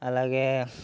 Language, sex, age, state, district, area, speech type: Telugu, male, 45-60, Andhra Pradesh, Kakinada, urban, spontaneous